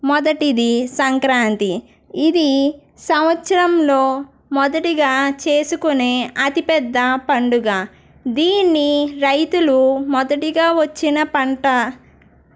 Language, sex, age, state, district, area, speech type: Telugu, female, 18-30, Andhra Pradesh, East Godavari, rural, spontaneous